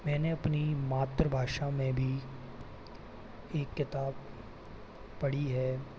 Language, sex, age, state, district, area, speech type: Hindi, male, 18-30, Madhya Pradesh, Jabalpur, urban, spontaneous